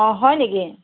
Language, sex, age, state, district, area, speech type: Assamese, female, 45-60, Assam, Golaghat, urban, conversation